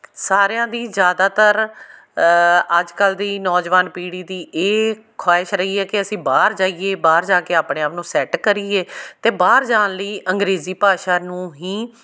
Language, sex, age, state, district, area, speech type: Punjabi, female, 45-60, Punjab, Amritsar, urban, spontaneous